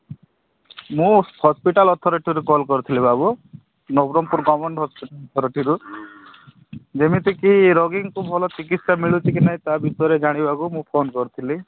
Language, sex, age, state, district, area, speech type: Odia, male, 30-45, Odisha, Nabarangpur, urban, conversation